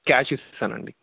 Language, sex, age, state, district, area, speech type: Telugu, male, 18-30, Andhra Pradesh, Annamaya, rural, conversation